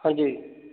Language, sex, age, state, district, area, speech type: Punjabi, male, 30-45, Punjab, Fatehgarh Sahib, rural, conversation